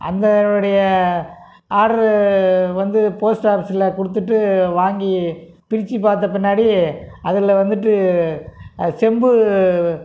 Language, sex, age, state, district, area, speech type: Tamil, male, 60+, Tamil Nadu, Krishnagiri, rural, spontaneous